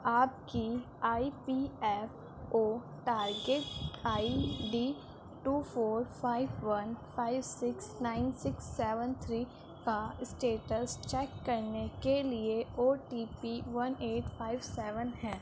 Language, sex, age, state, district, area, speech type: Urdu, female, 18-30, Uttar Pradesh, Gautam Buddha Nagar, rural, read